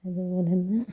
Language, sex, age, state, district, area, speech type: Malayalam, female, 45-60, Kerala, Kasaragod, rural, spontaneous